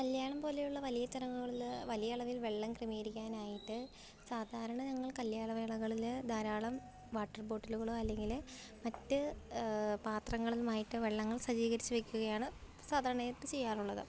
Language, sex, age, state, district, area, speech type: Malayalam, female, 18-30, Kerala, Idukki, rural, spontaneous